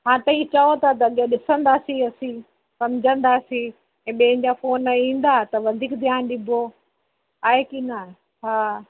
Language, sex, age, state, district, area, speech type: Sindhi, female, 45-60, Uttar Pradesh, Lucknow, rural, conversation